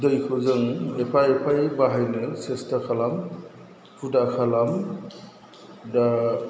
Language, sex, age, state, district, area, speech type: Bodo, male, 45-60, Assam, Chirang, urban, spontaneous